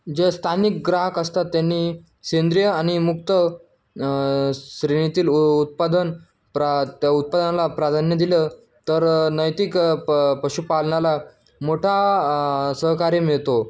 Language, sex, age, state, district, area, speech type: Marathi, male, 18-30, Maharashtra, Jalna, urban, spontaneous